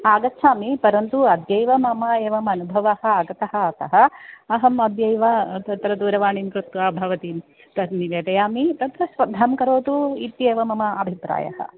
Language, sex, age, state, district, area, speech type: Sanskrit, female, 45-60, Kerala, Kottayam, rural, conversation